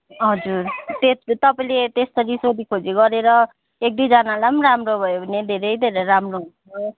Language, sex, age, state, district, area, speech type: Nepali, female, 30-45, West Bengal, Jalpaiguri, urban, conversation